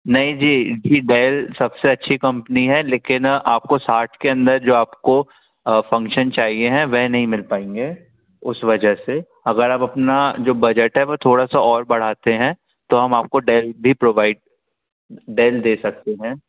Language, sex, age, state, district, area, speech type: Hindi, male, 30-45, Madhya Pradesh, Jabalpur, urban, conversation